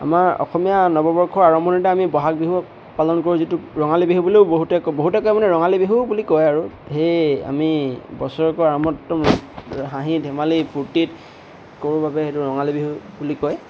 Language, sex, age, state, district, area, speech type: Assamese, male, 18-30, Assam, Tinsukia, urban, spontaneous